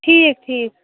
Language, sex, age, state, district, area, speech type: Kashmiri, female, 30-45, Jammu and Kashmir, Shopian, rural, conversation